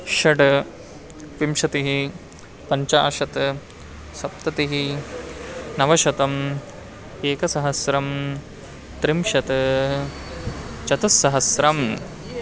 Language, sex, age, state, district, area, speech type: Sanskrit, male, 18-30, Karnataka, Bangalore Rural, rural, spontaneous